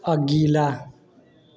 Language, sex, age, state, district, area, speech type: Maithili, male, 18-30, Bihar, Sitamarhi, urban, read